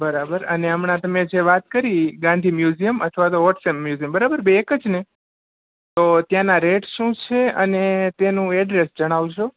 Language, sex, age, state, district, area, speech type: Gujarati, male, 18-30, Gujarat, Rajkot, urban, conversation